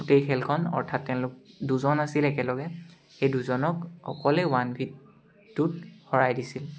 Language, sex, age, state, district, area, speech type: Assamese, male, 18-30, Assam, Dibrugarh, urban, spontaneous